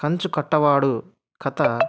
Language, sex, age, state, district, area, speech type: Telugu, male, 30-45, Andhra Pradesh, Anantapur, urban, spontaneous